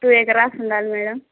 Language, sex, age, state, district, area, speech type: Telugu, female, 18-30, Telangana, Peddapalli, rural, conversation